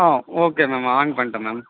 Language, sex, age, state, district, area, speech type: Tamil, male, 30-45, Tamil Nadu, Chennai, urban, conversation